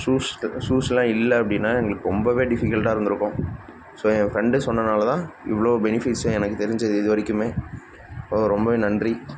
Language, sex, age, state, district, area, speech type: Tamil, male, 18-30, Tamil Nadu, Namakkal, rural, spontaneous